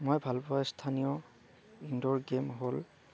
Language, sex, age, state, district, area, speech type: Assamese, male, 30-45, Assam, Darrang, rural, spontaneous